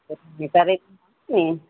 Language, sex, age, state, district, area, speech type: Sindhi, female, 45-60, Gujarat, Junagadh, rural, conversation